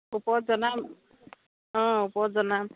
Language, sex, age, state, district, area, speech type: Assamese, female, 60+, Assam, Dibrugarh, rural, conversation